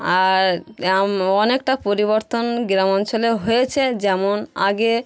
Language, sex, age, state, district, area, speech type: Bengali, female, 30-45, West Bengal, Hooghly, urban, spontaneous